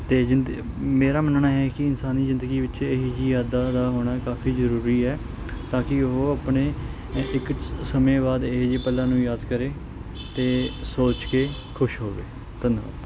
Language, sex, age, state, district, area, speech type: Punjabi, male, 18-30, Punjab, Kapurthala, rural, spontaneous